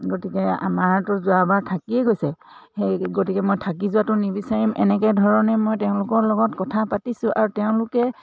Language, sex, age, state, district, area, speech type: Assamese, female, 45-60, Assam, Dhemaji, urban, spontaneous